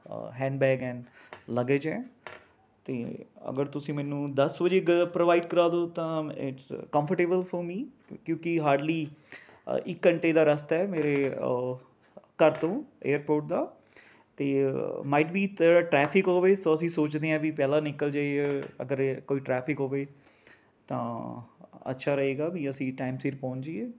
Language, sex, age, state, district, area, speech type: Punjabi, male, 30-45, Punjab, Rupnagar, urban, spontaneous